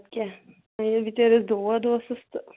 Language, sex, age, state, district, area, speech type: Kashmiri, female, 30-45, Jammu and Kashmir, Kulgam, rural, conversation